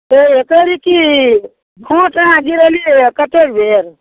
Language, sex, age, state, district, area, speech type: Maithili, female, 60+, Bihar, Madhepura, rural, conversation